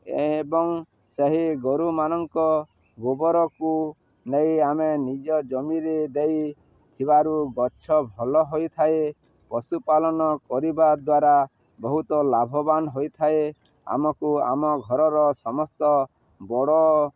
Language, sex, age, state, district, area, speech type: Odia, male, 60+, Odisha, Balangir, urban, spontaneous